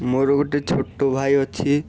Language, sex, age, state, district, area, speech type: Odia, male, 18-30, Odisha, Cuttack, urban, spontaneous